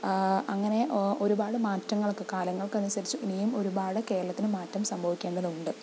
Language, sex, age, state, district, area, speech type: Malayalam, female, 45-60, Kerala, Palakkad, rural, spontaneous